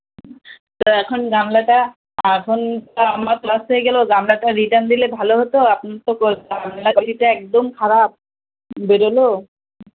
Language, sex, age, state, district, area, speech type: Bengali, female, 18-30, West Bengal, Alipurduar, rural, conversation